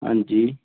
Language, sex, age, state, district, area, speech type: Dogri, male, 30-45, Jammu and Kashmir, Reasi, urban, conversation